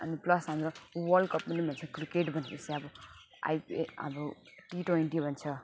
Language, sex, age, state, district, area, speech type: Nepali, female, 30-45, West Bengal, Alipurduar, urban, spontaneous